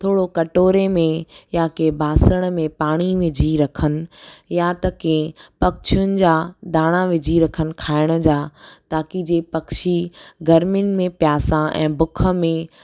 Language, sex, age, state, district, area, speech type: Sindhi, female, 18-30, Gujarat, Surat, urban, spontaneous